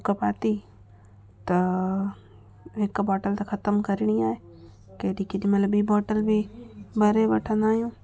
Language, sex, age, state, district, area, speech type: Sindhi, female, 18-30, Gujarat, Kutch, rural, spontaneous